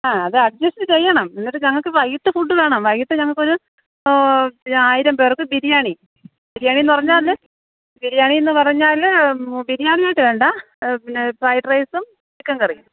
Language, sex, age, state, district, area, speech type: Malayalam, female, 45-60, Kerala, Thiruvananthapuram, urban, conversation